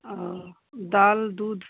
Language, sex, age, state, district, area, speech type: Hindi, female, 30-45, Uttar Pradesh, Mau, rural, conversation